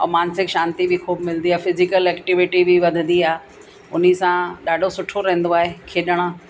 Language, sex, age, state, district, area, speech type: Sindhi, female, 45-60, Uttar Pradesh, Lucknow, rural, spontaneous